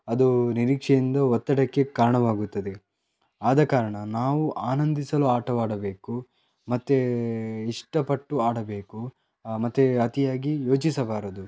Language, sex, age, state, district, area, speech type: Kannada, male, 18-30, Karnataka, Chitradurga, rural, spontaneous